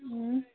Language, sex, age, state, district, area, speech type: Kashmiri, female, 18-30, Jammu and Kashmir, Bandipora, rural, conversation